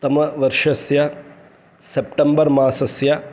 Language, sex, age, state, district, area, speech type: Sanskrit, male, 30-45, Karnataka, Shimoga, rural, spontaneous